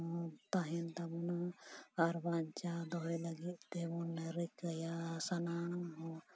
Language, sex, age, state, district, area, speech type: Santali, female, 30-45, Jharkhand, East Singhbhum, rural, spontaneous